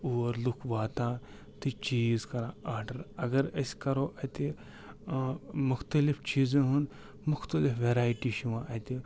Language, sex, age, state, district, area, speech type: Kashmiri, male, 30-45, Jammu and Kashmir, Ganderbal, rural, spontaneous